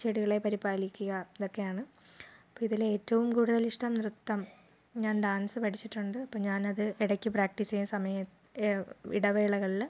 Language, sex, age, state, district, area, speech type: Malayalam, female, 18-30, Kerala, Thiruvananthapuram, rural, spontaneous